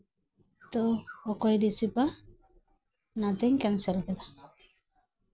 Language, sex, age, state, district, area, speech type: Santali, female, 30-45, West Bengal, Birbhum, rural, spontaneous